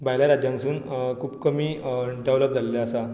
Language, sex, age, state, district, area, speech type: Goan Konkani, male, 18-30, Goa, Tiswadi, rural, spontaneous